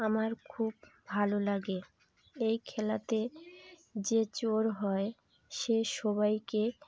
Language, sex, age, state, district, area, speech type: Bengali, female, 18-30, West Bengal, Howrah, urban, spontaneous